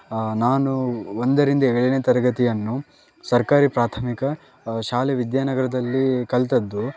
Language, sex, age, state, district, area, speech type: Kannada, male, 18-30, Karnataka, Chitradurga, rural, spontaneous